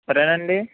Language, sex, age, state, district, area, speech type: Telugu, male, 18-30, Andhra Pradesh, Konaseema, rural, conversation